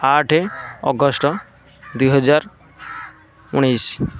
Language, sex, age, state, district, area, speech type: Odia, male, 18-30, Odisha, Kendrapara, urban, spontaneous